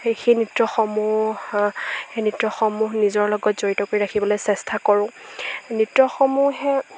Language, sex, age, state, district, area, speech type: Assamese, female, 18-30, Assam, Lakhimpur, rural, spontaneous